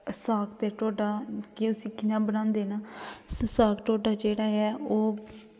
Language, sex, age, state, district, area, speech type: Dogri, female, 18-30, Jammu and Kashmir, Kathua, rural, spontaneous